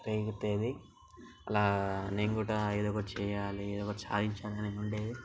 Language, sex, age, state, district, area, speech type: Telugu, male, 18-30, Telangana, Medchal, urban, spontaneous